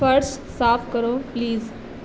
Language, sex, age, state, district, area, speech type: Urdu, female, 18-30, Bihar, Supaul, rural, read